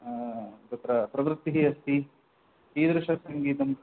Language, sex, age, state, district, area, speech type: Sanskrit, male, 30-45, Karnataka, Udupi, urban, conversation